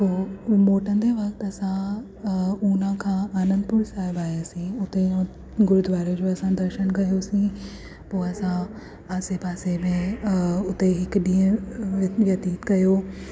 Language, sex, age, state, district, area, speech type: Sindhi, female, 30-45, Delhi, South Delhi, urban, spontaneous